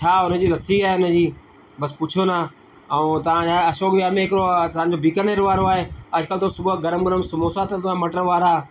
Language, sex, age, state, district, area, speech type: Sindhi, male, 45-60, Delhi, South Delhi, urban, spontaneous